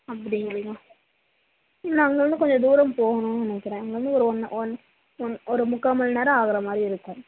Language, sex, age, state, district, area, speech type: Tamil, female, 18-30, Tamil Nadu, Tiruppur, urban, conversation